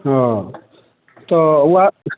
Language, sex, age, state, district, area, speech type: Hindi, male, 60+, Bihar, Madhepura, rural, conversation